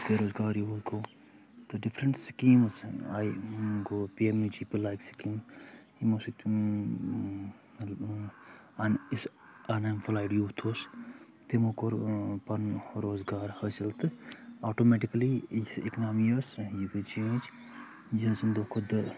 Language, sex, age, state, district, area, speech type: Kashmiri, male, 30-45, Jammu and Kashmir, Anantnag, rural, spontaneous